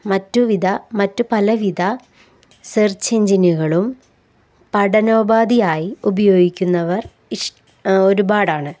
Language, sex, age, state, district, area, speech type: Malayalam, female, 18-30, Kerala, Palakkad, rural, spontaneous